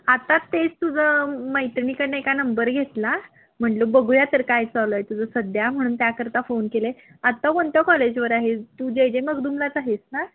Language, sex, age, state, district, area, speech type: Marathi, female, 18-30, Maharashtra, Kolhapur, urban, conversation